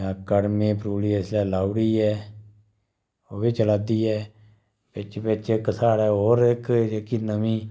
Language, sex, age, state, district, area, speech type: Dogri, male, 30-45, Jammu and Kashmir, Udhampur, rural, spontaneous